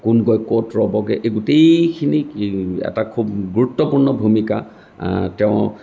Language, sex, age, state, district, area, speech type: Assamese, male, 45-60, Assam, Lakhimpur, rural, spontaneous